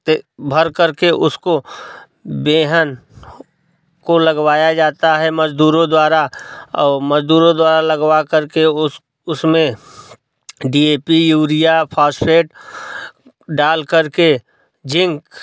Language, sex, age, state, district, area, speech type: Hindi, male, 45-60, Uttar Pradesh, Prayagraj, rural, spontaneous